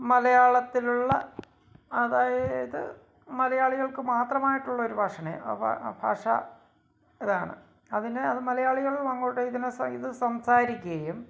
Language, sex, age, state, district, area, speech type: Malayalam, male, 45-60, Kerala, Kottayam, rural, spontaneous